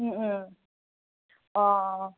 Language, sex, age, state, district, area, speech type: Assamese, female, 45-60, Assam, Nagaon, rural, conversation